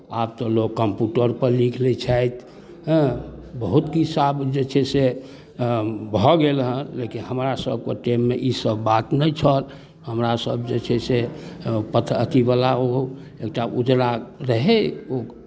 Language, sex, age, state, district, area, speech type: Maithili, male, 60+, Bihar, Darbhanga, rural, spontaneous